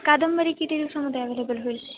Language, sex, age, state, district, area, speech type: Marathi, female, 18-30, Maharashtra, Ahmednagar, urban, conversation